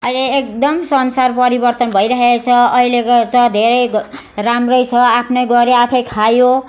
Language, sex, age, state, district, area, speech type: Nepali, female, 60+, West Bengal, Darjeeling, rural, spontaneous